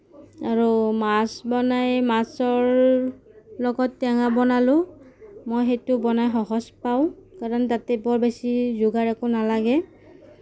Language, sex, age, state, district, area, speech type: Assamese, female, 30-45, Assam, Kamrup Metropolitan, urban, spontaneous